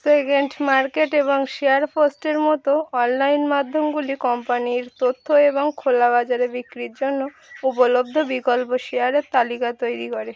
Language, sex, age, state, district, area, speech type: Bengali, female, 18-30, West Bengal, Birbhum, urban, read